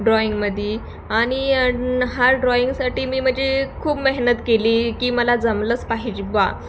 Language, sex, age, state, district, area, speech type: Marathi, female, 18-30, Maharashtra, Thane, rural, spontaneous